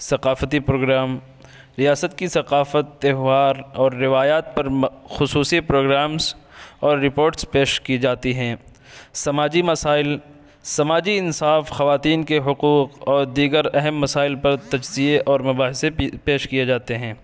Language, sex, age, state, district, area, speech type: Urdu, male, 18-30, Uttar Pradesh, Saharanpur, urban, spontaneous